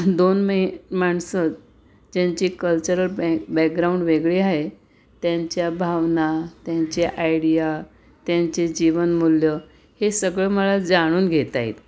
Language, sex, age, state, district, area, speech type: Marathi, female, 60+, Maharashtra, Pune, urban, spontaneous